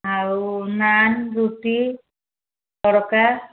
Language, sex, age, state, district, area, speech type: Odia, female, 60+, Odisha, Angul, rural, conversation